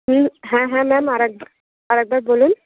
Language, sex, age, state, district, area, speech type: Bengali, female, 18-30, West Bengal, Uttar Dinajpur, urban, conversation